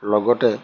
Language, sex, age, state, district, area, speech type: Assamese, male, 60+, Assam, Lakhimpur, rural, spontaneous